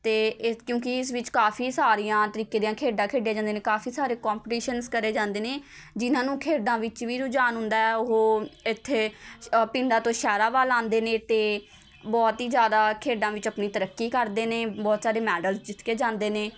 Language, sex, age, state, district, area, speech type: Punjabi, female, 18-30, Punjab, Patiala, urban, spontaneous